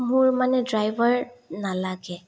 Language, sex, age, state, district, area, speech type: Assamese, female, 30-45, Assam, Sonitpur, rural, spontaneous